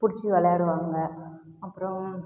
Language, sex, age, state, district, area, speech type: Tamil, female, 30-45, Tamil Nadu, Cuddalore, rural, spontaneous